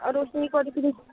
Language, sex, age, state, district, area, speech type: Odia, female, 30-45, Odisha, Nayagarh, rural, conversation